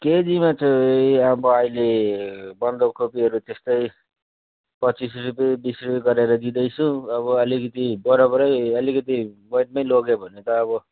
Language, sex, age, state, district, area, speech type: Nepali, male, 45-60, West Bengal, Kalimpong, rural, conversation